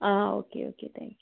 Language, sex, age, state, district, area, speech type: Malayalam, female, 30-45, Kerala, Wayanad, rural, conversation